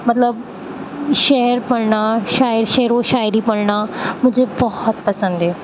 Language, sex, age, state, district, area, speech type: Urdu, female, 18-30, Uttar Pradesh, Aligarh, urban, spontaneous